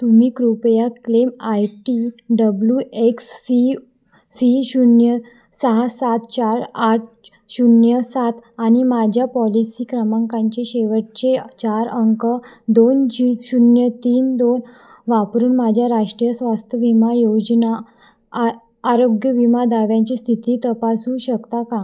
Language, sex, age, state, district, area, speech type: Marathi, female, 18-30, Maharashtra, Wardha, urban, read